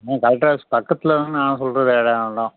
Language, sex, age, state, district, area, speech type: Tamil, male, 60+, Tamil Nadu, Nagapattinam, rural, conversation